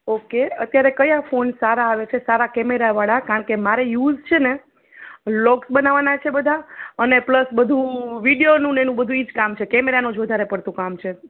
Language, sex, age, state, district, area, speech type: Gujarati, female, 30-45, Gujarat, Junagadh, urban, conversation